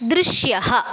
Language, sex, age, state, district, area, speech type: Sanskrit, female, 18-30, Karnataka, Dakshina Kannada, rural, read